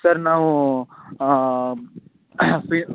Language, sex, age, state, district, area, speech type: Kannada, male, 18-30, Karnataka, Shimoga, rural, conversation